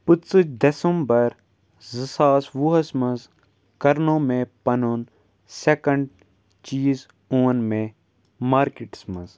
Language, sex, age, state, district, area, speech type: Kashmiri, male, 18-30, Jammu and Kashmir, Kupwara, rural, spontaneous